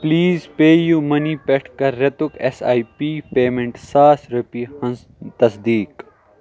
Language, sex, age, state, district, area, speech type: Kashmiri, male, 18-30, Jammu and Kashmir, Kupwara, rural, read